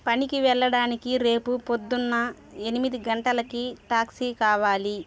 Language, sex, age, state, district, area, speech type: Telugu, female, 30-45, Andhra Pradesh, Sri Balaji, rural, read